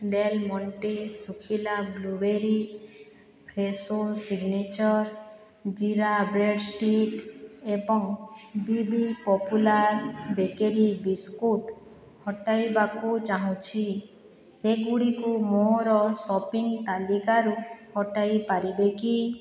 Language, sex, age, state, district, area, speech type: Odia, female, 60+, Odisha, Boudh, rural, read